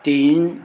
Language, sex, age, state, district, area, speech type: Hindi, male, 60+, Uttar Pradesh, Sitapur, rural, read